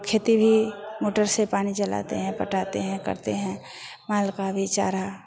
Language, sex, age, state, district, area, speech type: Hindi, female, 60+, Bihar, Vaishali, urban, spontaneous